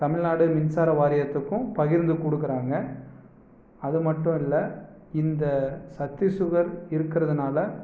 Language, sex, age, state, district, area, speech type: Tamil, male, 30-45, Tamil Nadu, Erode, rural, spontaneous